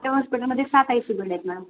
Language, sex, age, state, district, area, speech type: Marathi, female, 30-45, Maharashtra, Osmanabad, rural, conversation